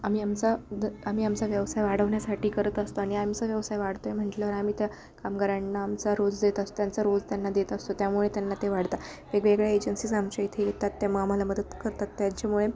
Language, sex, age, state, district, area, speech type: Marathi, female, 18-30, Maharashtra, Ahmednagar, rural, spontaneous